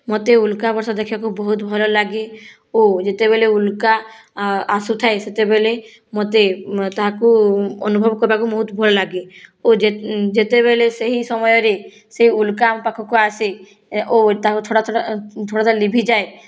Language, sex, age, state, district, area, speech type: Odia, female, 60+, Odisha, Boudh, rural, spontaneous